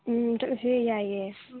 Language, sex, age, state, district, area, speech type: Manipuri, female, 18-30, Manipur, Tengnoupal, urban, conversation